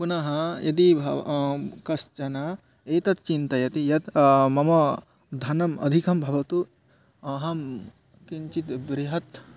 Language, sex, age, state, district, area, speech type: Sanskrit, male, 18-30, West Bengal, Paschim Medinipur, urban, spontaneous